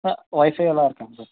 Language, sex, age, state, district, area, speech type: Tamil, male, 18-30, Tamil Nadu, Nilgiris, urban, conversation